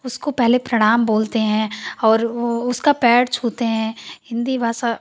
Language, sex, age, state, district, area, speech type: Hindi, female, 18-30, Uttar Pradesh, Ghazipur, urban, spontaneous